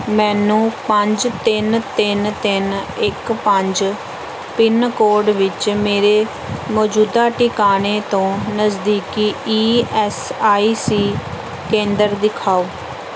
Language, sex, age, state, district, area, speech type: Punjabi, female, 30-45, Punjab, Pathankot, rural, read